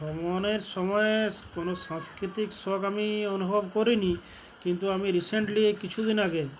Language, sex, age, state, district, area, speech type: Bengali, male, 45-60, West Bengal, Uttar Dinajpur, urban, spontaneous